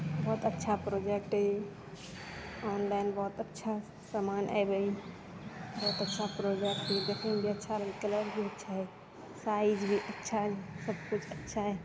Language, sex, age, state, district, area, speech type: Maithili, female, 18-30, Bihar, Purnia, rural, spontaneous